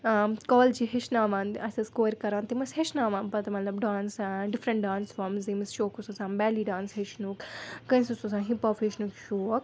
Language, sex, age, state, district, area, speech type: Kashmiri, female, 18-30, Jammu and Kashmir, Srinagar, urban, spontaneous